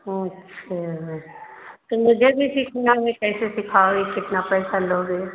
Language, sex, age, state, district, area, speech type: Hindi, female, 60+, Uttar Pradesh, Ayodhya, rural, conversation